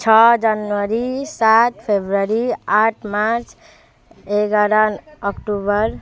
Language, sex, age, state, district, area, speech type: Nepali, female, 18-30, West Bengal, Alipurduar, urban, spontaneous